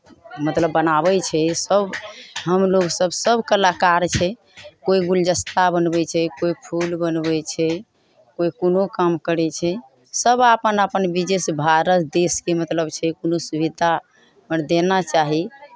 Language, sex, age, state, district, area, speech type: Maithili, female, 60+, Bihar, Araria, rural, spontaneous